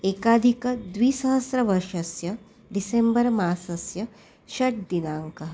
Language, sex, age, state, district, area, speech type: Sanskrit, female, 45-60, Maharashtra, Nagpur, urban, spontaneous